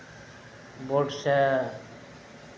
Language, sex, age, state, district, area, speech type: Maithili, male, 60+, Bihar, Araria, rural, spontaneous